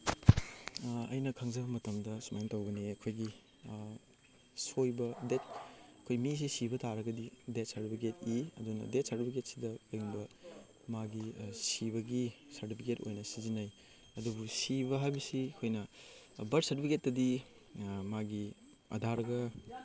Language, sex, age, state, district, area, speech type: Manipuri, male, 18-30, Manipur, Chandel, rural, spontaneous